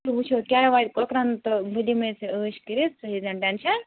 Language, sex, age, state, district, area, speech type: Kashmiri, female, 45-60, Jammu and Kashmir, Srinagar, urban, conversation